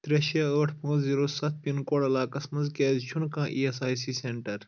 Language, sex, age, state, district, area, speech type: Kashmiri, male, 18-30, Jammu and Kashmir, Kulgam, urban, read